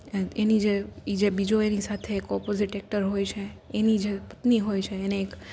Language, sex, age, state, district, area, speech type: Gujarati, female, 18-30, Gujarat, Rajkot, urban, spontaneous